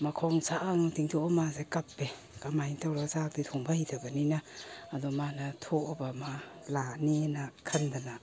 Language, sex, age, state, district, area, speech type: Manipuri, female, 60+, Manipur, Imphal East, rural, spontaneous